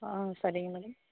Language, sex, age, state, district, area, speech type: Tamil, female, 45-60, Tamil Nadu, Sivaganga, urban, conversation